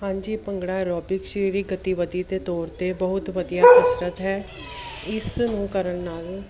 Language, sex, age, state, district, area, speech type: Punjabi, female, 30-45, Punjab, Jalandhar, urban, spontaneous